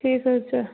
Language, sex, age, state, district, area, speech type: Kashmiri, female, 18-30, Jammu and Kashmir, Bandipora, rural, conversation